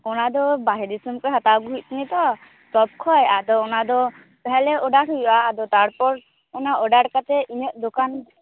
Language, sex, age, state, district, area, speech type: Santali, female, 18-30, West Bengal, Purba Bardhaman, rural, conversation